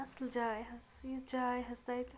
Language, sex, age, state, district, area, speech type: Kashmiri, female, 18-30, Jammu and Kashmir, Ganderbal, rural, spontaneous